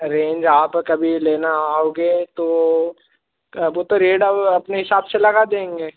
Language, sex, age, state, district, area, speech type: Hindi, male, 18-30, Madhya Pradesh, Harda, urban, conversation